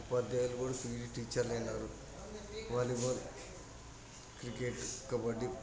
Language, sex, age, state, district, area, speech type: Telugu, male, 45-60, Andhra Pradesh, Kadapa, rural, spontaneous